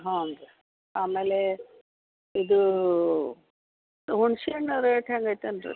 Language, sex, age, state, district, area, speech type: Kannada, female, 60+, Karnataka, Gadag, rural, conversation